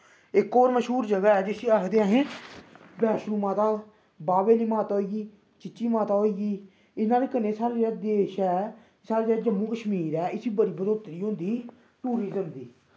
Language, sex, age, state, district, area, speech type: Dogri, male, 18-30, Jammu and Kashmir, Samba, rural, spontaneous